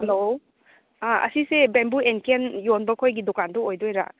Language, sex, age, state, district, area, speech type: Manipuri, female, 30-45, Manipur, Churachandpur, rural, conversation